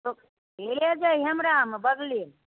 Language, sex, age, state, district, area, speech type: Maithili, female, 60+, Bihar, Begusarai, rural, conversation